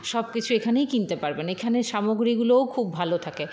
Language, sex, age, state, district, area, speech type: Bengali, female, 30-45, West Bengal, Paschim Bardhaman, rural, spontaneous